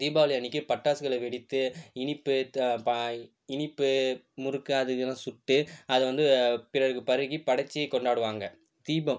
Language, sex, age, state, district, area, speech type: Tamil, male, 18-30, Tamil Nadu, Viluppuram, urban, spontaneous